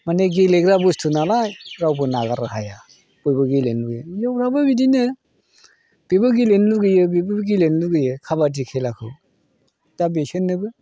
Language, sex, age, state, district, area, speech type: Bodo, male, 45-60, Assam, Chirang, rural, spontaneous